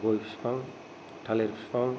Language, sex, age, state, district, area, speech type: Bodo, female, 45-60, Assam, Kokrajhar, rural, spontaneous